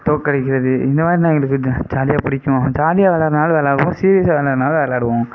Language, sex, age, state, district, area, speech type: Tamil, male, 30-45, Tamil Nadu, Sivaganga, rural, spontaneous